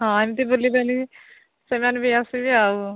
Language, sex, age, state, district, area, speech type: Odia, female, 30-45, Odisha, Jagatsinghpur, rural, conversation